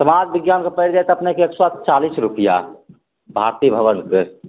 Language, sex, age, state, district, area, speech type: Maithili, male, 30-45, Bihar, Begusarai, urban, conversation